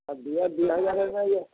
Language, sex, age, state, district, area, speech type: Odia, male, 60+, Odisha, Angul, rural, conversation